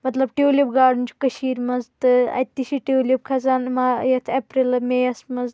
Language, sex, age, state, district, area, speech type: Kashmiri, female, 18-30, Jammu and Kashmir, Pulwama, rural, spontaneous